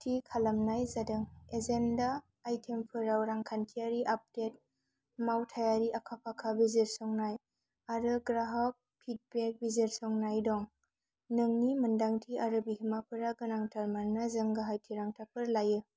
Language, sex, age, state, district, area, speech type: Bodo, female, 18-30, Assam, Kokrajhar, rural, read